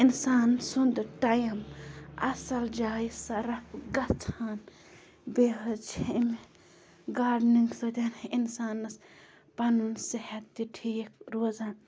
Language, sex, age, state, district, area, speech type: Kashmiri, female, 30-45, Jammu and Kashmir, Bandipora, rural, spontaneous